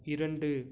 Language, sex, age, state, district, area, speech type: Tamil, male, 18-30, Tamil Nadu, Nagapattinam, rural, read